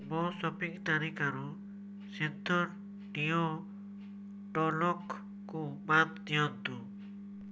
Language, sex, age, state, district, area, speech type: Odia, male, 18-30, Odisha, Cuttack, urban, read